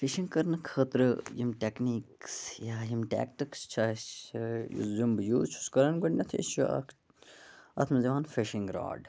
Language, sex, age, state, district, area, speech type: Kashmiri, male, 18-30, Jammu and Kashmir, Bandipora, rural, spontaneous